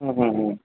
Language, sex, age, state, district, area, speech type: Kannada, male, 18-30, Karnataka, Dharwad, urban, conversation